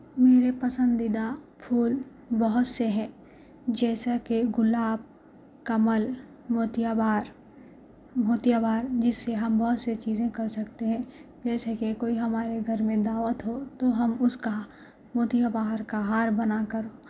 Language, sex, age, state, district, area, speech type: Urdu, female, 18-30, Telangana, Hyderabad, urban, spontaneous